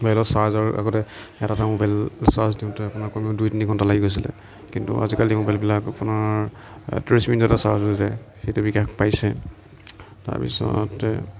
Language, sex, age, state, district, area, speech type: Assamese, male, 45-60, Assam, Darrang, rural, spontaneous